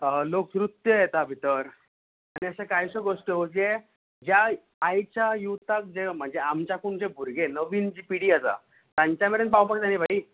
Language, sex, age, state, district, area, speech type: Goan Konkani, male, 18-30, Goa, Bardez, urban, conversation